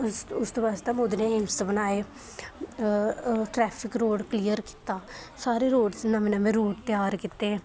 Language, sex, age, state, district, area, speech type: Dogri, female, 18-30, Jammu and Kashmir, Kathua, rural, spontaneous